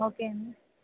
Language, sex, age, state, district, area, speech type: Telugu, female, 30-45, Andhra Pradesh, Vizianagaram, urban, conversation